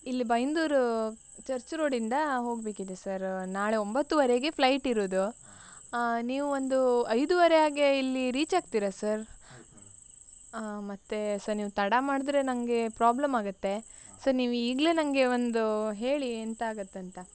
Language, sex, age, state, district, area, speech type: Kannada, female, 18-30, Karnataka, Tumkur, rural, spontaneous